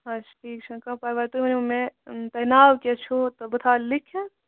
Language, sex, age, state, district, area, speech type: Kashmiri, female, 30-45, Jammu and Kashmir, Kupwara, rural, conversation